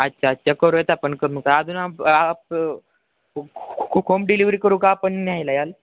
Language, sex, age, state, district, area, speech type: Marathi, male, 18-30, Maharashtra, Satara, urban, conversation